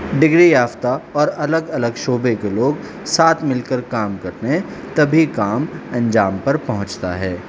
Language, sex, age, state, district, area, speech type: Urdu, male, 45-60, Delhi, South Delhi, urban, spontaneous